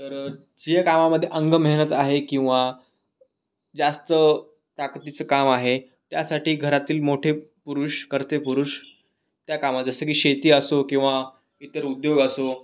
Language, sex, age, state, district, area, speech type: Marathi, male, 18-30, Maharashtra, Raigad, rural, spontaneous